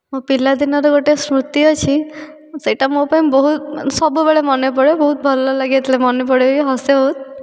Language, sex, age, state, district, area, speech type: Odia, female, 18-30, Odisha, Dhenkanal, rural, spontaneous